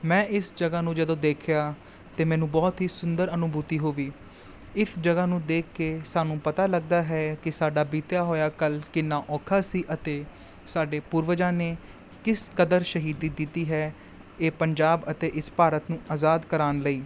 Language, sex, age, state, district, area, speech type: Punjabi, male, 18-30, Punjab, Gurdaspur, urban, spontaneous